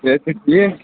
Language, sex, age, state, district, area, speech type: Kashmiri, male, 30-45, Jammu and Kashmir, Bandipora, rural, conversation